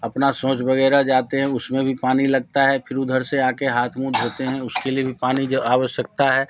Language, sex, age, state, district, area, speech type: Hindi, male, 60+, Bihar, Darbhanga, urban, spontaneous